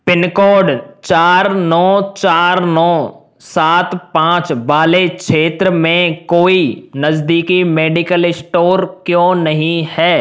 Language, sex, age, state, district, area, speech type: Hindi, male, 45-60, Rajasthan, Karauli, rural, read